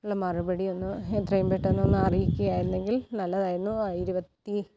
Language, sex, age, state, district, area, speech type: Malayalam, female, 30-45, Kerala, Kottayam, rural, spontaneous